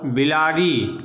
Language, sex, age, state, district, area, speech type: Maithili, male, 45-60, Bihar, Samastipur, urban, read